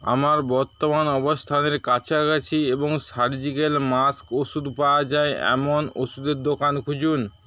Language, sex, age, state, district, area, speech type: Bengali, male, 30-45, West Bengal, Paschim Medinipur, rural, read